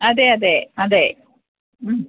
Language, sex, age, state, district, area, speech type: Malayalam, female, 30-45, Kerala, Kollam, rural, conversation